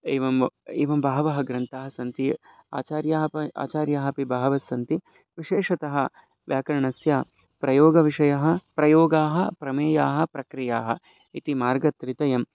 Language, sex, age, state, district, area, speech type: Sanskrit, male, 30-45, Karnataka, Bangalore Urban, urban, spontaneous